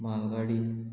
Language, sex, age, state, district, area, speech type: Goan Konkani, male, 18-30, Goa, Murmgao, rural, spontaneous